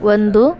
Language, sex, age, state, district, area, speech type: Kannada, female, 18-30, Karnataka, Mysore, urban, read